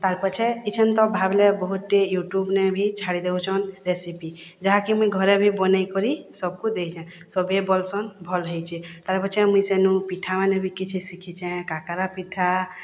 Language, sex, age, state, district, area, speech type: Odia, female, 45-60, Odisha, Boudh, rural, spontaneous